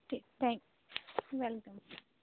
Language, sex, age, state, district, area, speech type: Urdu, female, 18-30, Uttar Pradesh, Rampur, urban, conversation